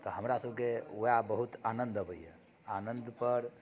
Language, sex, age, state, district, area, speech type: Maithili, male, 45-60, Bihar, Muzaffarpur, urban, spontaneous